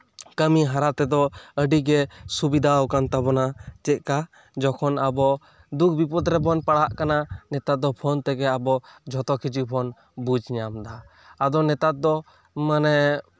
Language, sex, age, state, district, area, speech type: Santali, male, 18-30, West Bengal, Bankura, rural, spontaneous